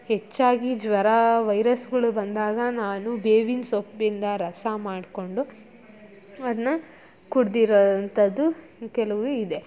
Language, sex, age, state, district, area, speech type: Kannada, female, 30-45, Karnataka, Chitradurga, rural, spontaneous